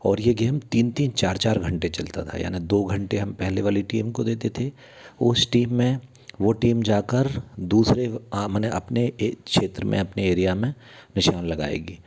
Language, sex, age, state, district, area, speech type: Hindi, male, 60+, Madhya Pradesh, Bhopal, urban, spontaneous